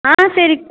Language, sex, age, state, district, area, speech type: Tamil, female, 45-60, Tamil Nadu, Pudukkottai, rural, conversation